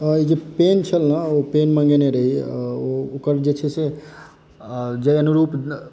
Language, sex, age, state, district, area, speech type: Maithili, male, 18-30, Bihar, Madhubani, rural, spontaneous